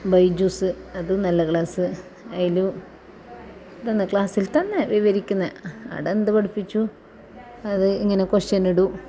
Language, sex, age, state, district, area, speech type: Malayalam, female, 45-60, Kerala, Kasaragod, rural, spontaneous